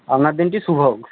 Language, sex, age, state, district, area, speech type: Bengali, male, 60+, West Bengal, Jhargram, rural, conversation